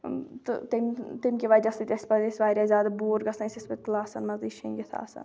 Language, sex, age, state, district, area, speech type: Kashmiri, female, 18-30, Jammu and Kashmir, Shopian, urban, spontaneous